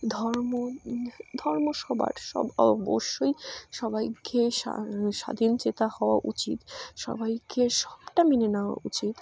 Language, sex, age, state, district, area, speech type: Bengali, female, 18-30, West Bengal, Dakshin Dinajpur, urban, spontaneous